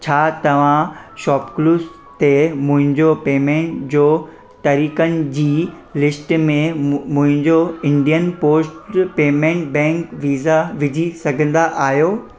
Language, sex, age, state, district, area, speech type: Sindhi, male, 18-30, Gujarat, Surat, urban, read